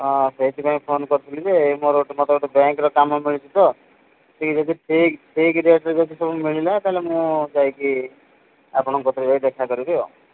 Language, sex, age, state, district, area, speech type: Odia, male, 45-60, Odisha, Sundergarh, rural, conversation